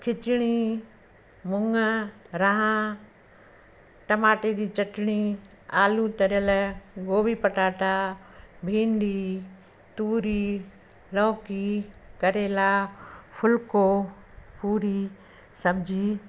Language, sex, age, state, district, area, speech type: Sindhi, female, 60+, Madhya Pradesh, Katni, urban, spontaneous